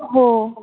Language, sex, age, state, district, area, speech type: Marathi, female, 18-30, Maharashtra, Solapur, urban, conversation